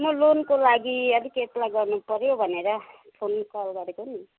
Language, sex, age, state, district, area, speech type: Nepali, female, 60+, West Bengal, Kalimpong, rural, conversation